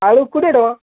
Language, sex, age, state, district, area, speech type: Odia, male, 18-30, Odisha, Mayurbhanj, rural, conversation